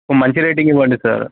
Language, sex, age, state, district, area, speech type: Telugu, male, 18-30, Telangana, Mancherial, rural, conversation